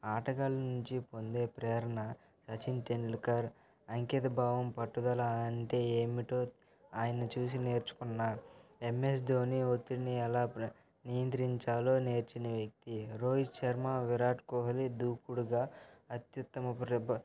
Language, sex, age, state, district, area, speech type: Telugu, male, 18-30, Andhra Pradesh, Nellore, rural, spontaneous